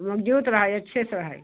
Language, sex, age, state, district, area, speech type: Hindi, female, 60+, Uttar Pradesh, Jaunpur, rural, conversation